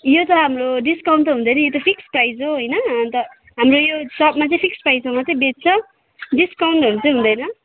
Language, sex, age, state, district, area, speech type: Nepali, female, 18-30, West Bengal, Kalimpong, rural, conversation